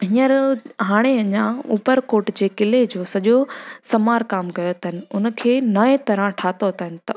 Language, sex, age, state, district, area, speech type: Sindhi, female, 18-30, Gujarat, Junagadh, rural, spontaneous